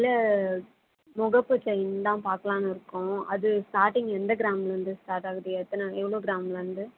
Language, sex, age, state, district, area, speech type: Tamil, female, 18-30, Tamil Nadu, Tirupattur, urban, conversation